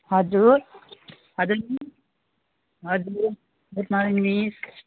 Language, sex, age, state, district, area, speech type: Nepali, female, 18-30, West Bengal, Darjeeling, rural, conversation